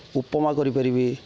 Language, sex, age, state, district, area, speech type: Odia, male, 30-45, Odisha, Jagatsinghpur, rural, spontaneous